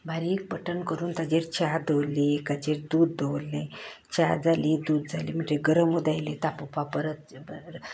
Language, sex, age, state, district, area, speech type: Goan Konkani, female, 60+, Goa, Canacona, rural, spontaneous